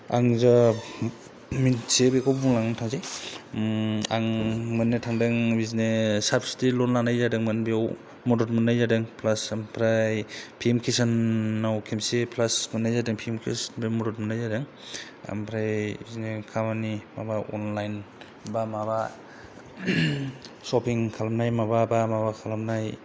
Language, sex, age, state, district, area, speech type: Bodo, male, 30-45, Assam, Kokrajhar, rural, spontaneous